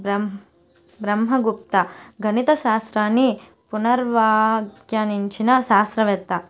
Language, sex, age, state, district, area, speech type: Telugu, female, 18-30, Andhra Pradesh, Nellore, rural, spontaneous